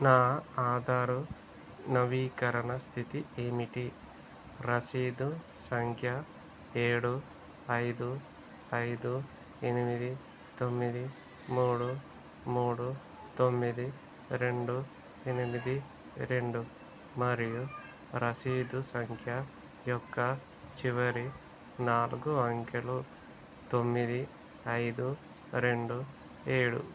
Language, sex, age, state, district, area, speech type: Telugu, male, 30-45, Telangana, Peddapalli, urban, read